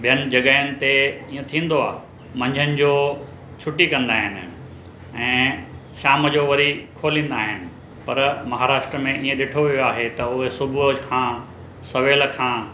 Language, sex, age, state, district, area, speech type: Sindhi, male, 60+, Maharashtra, Mumbai Suburban, urban, spontaneous